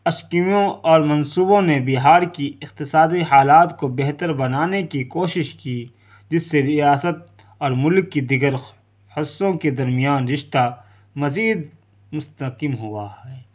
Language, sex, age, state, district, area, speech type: Urdu, male, 30-45, Bihar, Darbhanga, urban, spontaneous